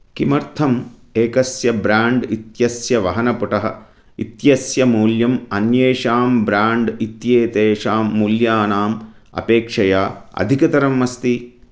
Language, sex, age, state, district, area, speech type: Sanskrit, male, 45-60, Andhra Pradesh, Krishna, urban, read